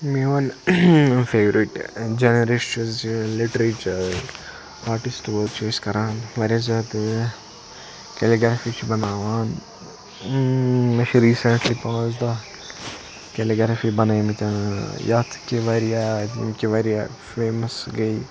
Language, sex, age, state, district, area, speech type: Kashmiri, male, 18-30, Jammu and Kashmir, Budgam, rural, spontaneous